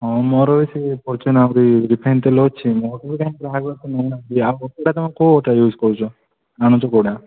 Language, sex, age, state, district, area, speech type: Odia, male, 18-30, Odisha, Kandhamal, rural, conversation